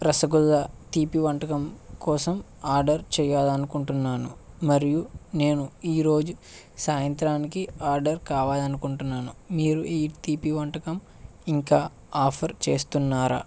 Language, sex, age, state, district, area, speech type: Telugu, male, 18-30, Andhra Pradesh, West Godavari, rural, spontaneous